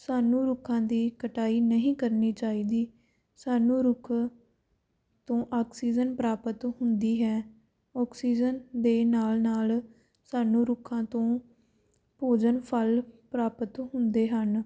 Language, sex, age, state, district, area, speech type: Punjabi, female, 18-30, Punjab, Patiala, rural, spontaneous